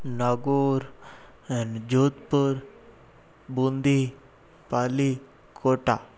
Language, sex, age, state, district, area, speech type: Hindi, male, 60+, Rajasthan, Jodhpur, urban, spontaneous